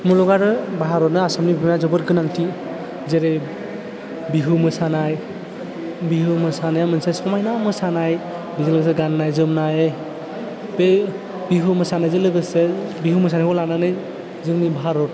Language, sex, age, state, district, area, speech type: Bodo, male, 18-30, Assam, Chirang, urban, spontaneous